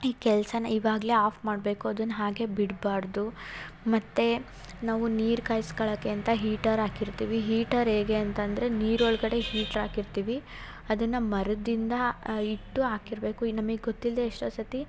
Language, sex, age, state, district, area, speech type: Kannada, female, 30-45, Karnataka, Hassan, urban, spontaneous